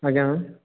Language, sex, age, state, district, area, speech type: Odia, male, 18-30, Odisha, Nabarangpur, urban, conversation